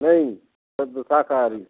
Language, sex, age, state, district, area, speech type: Hindi, male, 60+, Madhya Pradesh, Gwalior, rural, conversation